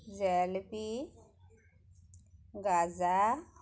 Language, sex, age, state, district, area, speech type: Assamese, female, 30-45, Assam, Majuli, urban, spontaneous